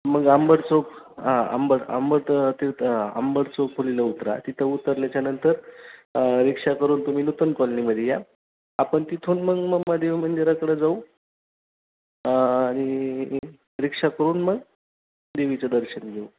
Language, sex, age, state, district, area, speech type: Marathi, male, 30-45, Maharashtra, Jalna, rural, conversation